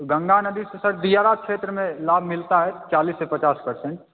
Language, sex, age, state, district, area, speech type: Hindi, male, 18-30, Bihar, Begusarai, rural, conversation